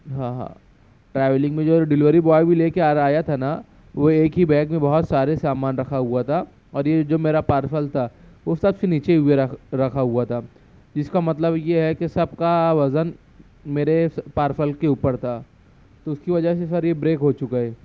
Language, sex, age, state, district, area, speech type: Urdu, male, 18-30, Maharashtra, Nashik, rural, spontaneous